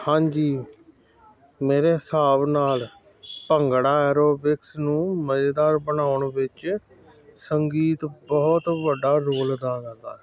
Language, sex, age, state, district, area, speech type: Punjabi, male, 45-60, Punjab, Hoshiarpur, urban, spontaneous